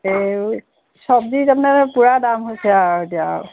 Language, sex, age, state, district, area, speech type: Assamese, female, 60+, Assam, Golaghat, rural, conversation